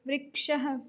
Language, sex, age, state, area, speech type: Sanskrit, female, 18-30, Uttar Pradesh, rural, read